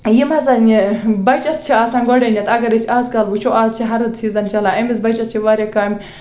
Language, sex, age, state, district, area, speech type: Kashmiri, female, 18-30, Jammu and Kashmir, Baramulla, rural, spontaneous